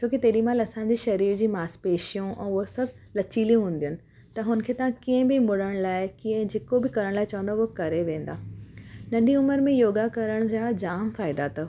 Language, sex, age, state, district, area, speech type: Sindhi, female, 30-45, Gujarat, Surat, urban, spontaneous